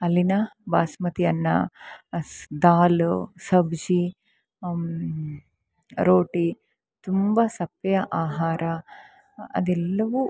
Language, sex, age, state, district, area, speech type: Kannada, female, 45-60, Karnataka, Chikkamagaluru, rural, spontaneous